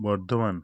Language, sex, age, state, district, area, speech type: Bengali, male, 45-60, West Bengal, Hooghly, urban, spontaneous